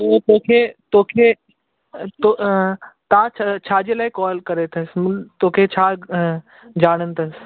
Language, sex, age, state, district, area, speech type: Sindhi, male, 18-30, Delhi, South Delhi, urban, conversation